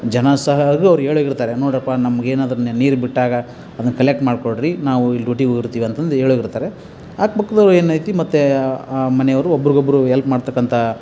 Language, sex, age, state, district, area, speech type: Kannada, male, 30-45, Karnataka, Koppal, rural, spontaneous